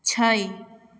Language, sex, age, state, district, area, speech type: Maithili, female, 18-30, Bihar, Begusarai, urban, read